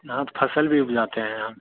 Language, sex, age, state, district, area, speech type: Hindi, male, 18-30, Bihar, Begusarai, rural, conversation